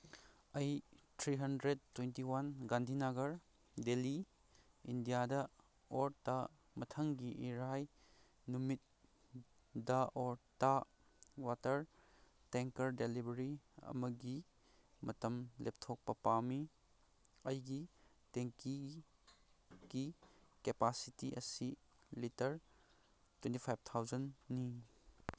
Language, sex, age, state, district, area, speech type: Manipuri, male, 18-30, Manipur, Kangpokpi, urban, read